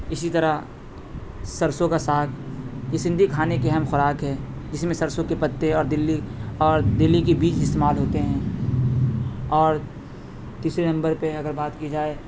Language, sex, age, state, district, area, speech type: Urdu, male, 18-30, Delhi, North West Delhi, urban, spontaneous